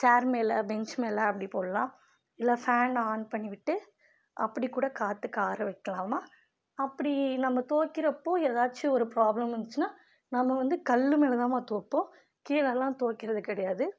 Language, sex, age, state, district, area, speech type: Tamil, female, 18-30, Tamil Nadu, Dharmapuri, rural, spontaneous